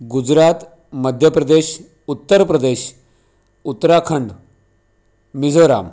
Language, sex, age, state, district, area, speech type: Marathi, male, 45-60, Maharashtra, Raigad, rural, spontaneous